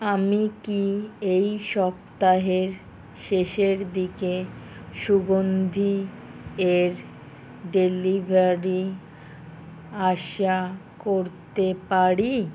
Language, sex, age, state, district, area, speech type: Bengali, female, 30-45, West Bengal, Kolkata, urban, read